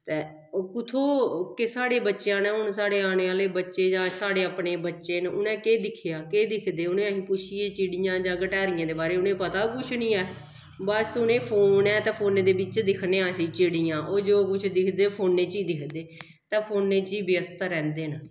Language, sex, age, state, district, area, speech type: Dogri, female, 30-45, Jammu and Kashmir, Kathua, rural, spontaneous